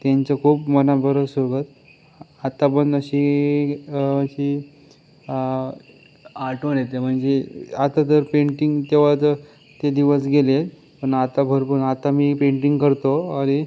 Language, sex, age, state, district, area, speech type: Marathi, male, 18-30, Maharashtra, Sindhudurg, rural, spontaneous